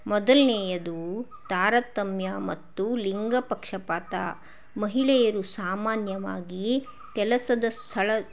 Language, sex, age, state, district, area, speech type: Kannada, female, 45-60, Karnataka, Shimoga, rural, spontaneous